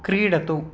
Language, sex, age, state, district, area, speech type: Sanskrit, male, 18-30, Karnataka, Vijayanagara, urban, read